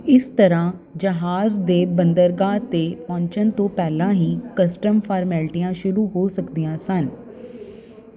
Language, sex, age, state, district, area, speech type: Punjabi, female, 30-45, Punjab, Ludhiana, urban, read